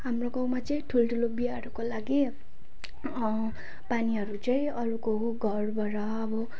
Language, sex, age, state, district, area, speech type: Nepali, female, 18-30, West Bengal, Jalpaiguri, urban, spontaneous